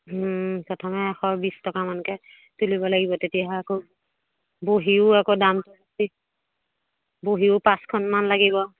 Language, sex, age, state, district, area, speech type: Assamese, female, 45-60, Assam, Majuli, urban, conversation